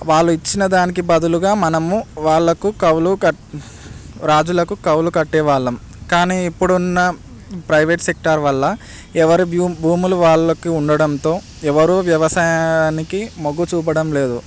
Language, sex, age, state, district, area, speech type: Telugu, male, 18-30, Telangana, Hyderabad, urban, spontaneous